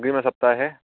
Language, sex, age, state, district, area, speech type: Sanskrit, male, 30-45, Karnataka, Bangalore Urban, urban, conversation